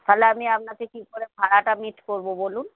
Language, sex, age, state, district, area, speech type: Bengali, female, 30-45, West Bengal, North 24 Parganas, urban, conversation